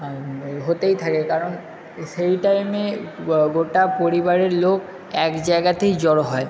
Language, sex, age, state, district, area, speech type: Bengali, male, 30-45, West Bengal, Purba Bardhaman, urban, spontaneous